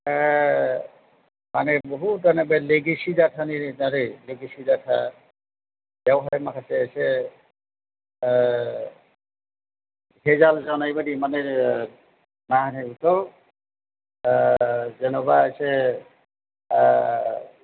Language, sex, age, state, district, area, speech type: Bodo, male, 45-60, Assam, Chirang, urban, conversation